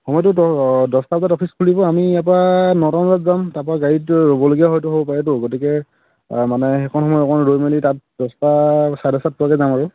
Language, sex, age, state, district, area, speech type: Assamese, male, 30-45, Assam, Dhemaji, rural, conversation